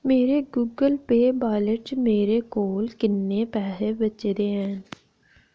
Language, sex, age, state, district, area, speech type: Dogri, female, 30-45, Jammu and Kashmir, Reasi, rural, read